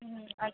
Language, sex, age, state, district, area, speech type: Telugu, female, 45-60, Andhra Pradesh, Visakhapatnam, urban, conversation